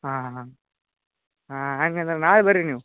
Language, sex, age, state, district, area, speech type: Kannada, male, 30-45, Karnataka, Gadag, rural, conversation